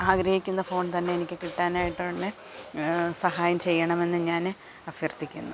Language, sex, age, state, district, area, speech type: Malayalam, female, 45-60, Kerala, Alappuzha, rural, spontaneous